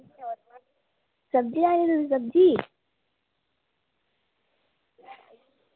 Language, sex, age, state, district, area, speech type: Dogri, female, 18-30, Jammu and Kashmir, Reasi, rural, conversation